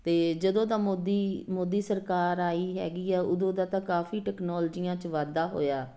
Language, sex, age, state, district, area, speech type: Punjabi, female, 45-60, Punjab, Jalandhar, urban, spontaneous